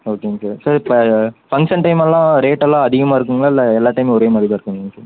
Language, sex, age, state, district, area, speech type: Tamil, male, 18-30, Tamil Nadu, Tiruppur, rural, conversation